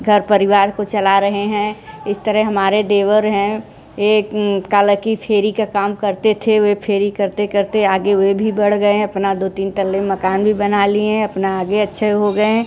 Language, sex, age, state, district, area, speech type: Hindi, female, 45-60, Uttar Pradesh, Mirzapur, rural, spontaneous